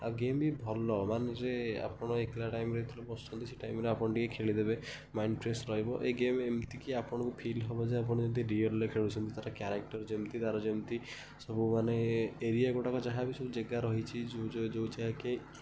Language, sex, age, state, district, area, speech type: Odia, male, 30-45, Odisha, Kendujhar, urban, spontaneous